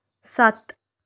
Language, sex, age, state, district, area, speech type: Punjabi, female, 18-30, Punjab, Patiala, urban, read